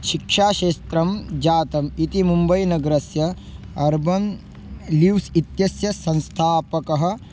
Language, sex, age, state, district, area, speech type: Sanskrit, male, 18-30, Maharashtra, Beed, urban, spontaneous